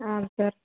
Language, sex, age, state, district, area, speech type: Kannada, female, 18-30, Karnataka, Bellary, urban, conversation